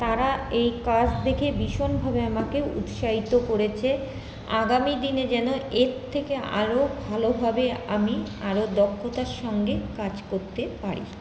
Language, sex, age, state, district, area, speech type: Bengali, female, 30-45, West Bengal, Paschim Bardhaman, urban, spontaneous